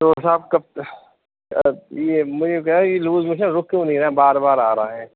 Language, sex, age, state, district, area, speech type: Urdu, male, 30-45, Uttar Pradesh, Rampur, urban, conversation